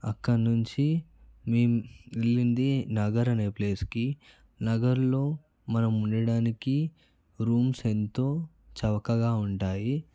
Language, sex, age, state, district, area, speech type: Telugu, male, 30-45, Telangana, Vikarabad, urban, spontaneous